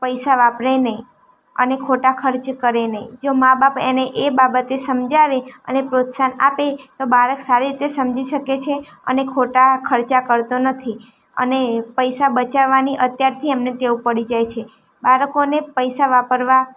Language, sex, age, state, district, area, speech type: Gujarati, female, 18-30, Gujarat, Ahmedabad, urban, spontaneous